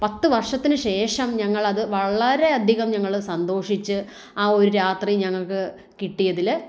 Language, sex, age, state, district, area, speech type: Malayalam, female, 30-45, Kerala, Kottayam, rural, spontaneous